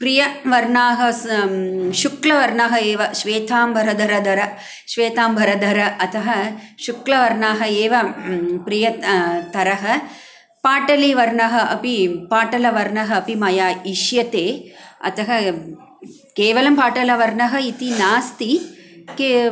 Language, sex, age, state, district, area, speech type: Sanskrit, female, 45-60, Tamil Nadu, Coimbatore, urban, spontaneous